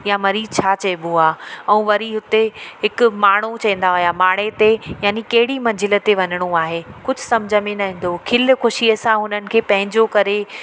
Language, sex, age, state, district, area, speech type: Sindhi, female, 30-45, Madhya Pradesh, Katni, urban, spontaneous